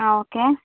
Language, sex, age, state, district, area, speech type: Malayalam, female, 45-60, Kerala, Wayanad, rural, conversation